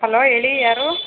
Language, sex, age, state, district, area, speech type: Kannada, female, 30-45, Karnataka, Chamarajanagar, rural, conversation